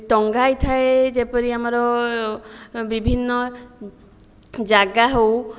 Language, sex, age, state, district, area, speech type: Odia, female, 18-30, Odisha, Jajpur, rural, spontaneous